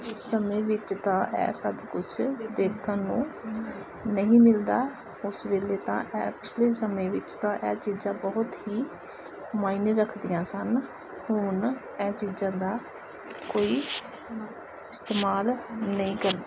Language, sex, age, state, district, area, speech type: Punjabi, female, 30-45, Punjab, Gurdaspur, urban, spontaneous